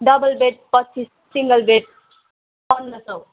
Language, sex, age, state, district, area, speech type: Nepali, female, 30-45, West Bengal, Jalpaiguri, urban, conversation